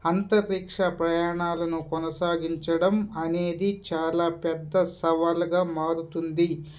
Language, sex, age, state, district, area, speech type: Telugu, male, 30-45, Andhra Pradesh, Kadapa, rural, spontaneous